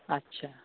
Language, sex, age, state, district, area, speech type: Bengali, male, 30-45, West Bengal, Purba Bardhaman, urban, conversation